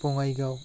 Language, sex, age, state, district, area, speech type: Bodo, male, 30-45, Assam, Chirang, urban, spontaneous